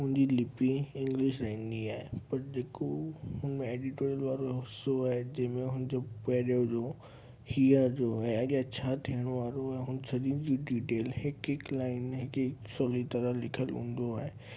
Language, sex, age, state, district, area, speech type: Sindhi, male, 18-30, Gujarat, Kutch, rural, spontaneous